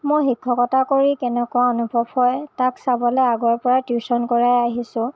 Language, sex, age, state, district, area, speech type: Assamese, female, 18-30, Assam, Lakhimpur, rural, spontaneous